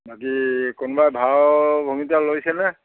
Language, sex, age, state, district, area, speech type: Assamese, male, 60+, Assam, Majuli, urban, conversation